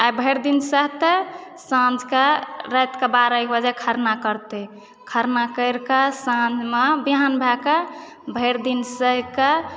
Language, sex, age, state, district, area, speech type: Maithili, female, 45-60, Bihar, Supaul, rural, spontaneous